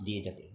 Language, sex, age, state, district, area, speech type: Bengali, male, 60+, West Bengal, Uttar Dinajpur, urban, spontaneous